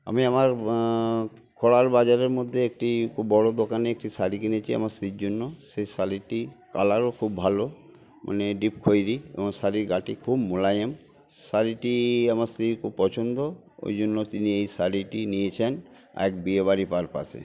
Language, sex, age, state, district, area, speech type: Bengali, male, 60+, West Bengal, Paschim Medinipur, rural, spontaneous